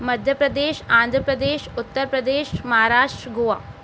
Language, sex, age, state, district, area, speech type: Sindhi, female, 18-30, Madhya Pradesh, Katni, urban, spontaneous